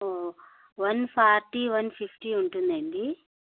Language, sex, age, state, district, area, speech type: Telugu, female, 45-60, Andhra Pradesh, Annamaya, rural, conversation